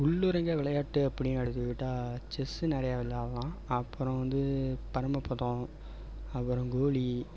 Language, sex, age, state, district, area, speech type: Tamil, male, 18-30, Tamil Nadu, Perambalur, urban, spontaneous